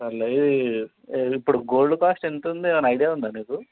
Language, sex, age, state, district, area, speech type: Telugu, male, 18-30, Telangana, Hyderabad, rural, conversation